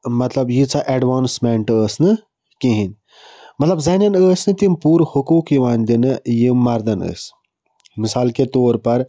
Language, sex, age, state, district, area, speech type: Kashmiri, male, 60+, Jammu and Kashmir, Budgam, rural, spontaneous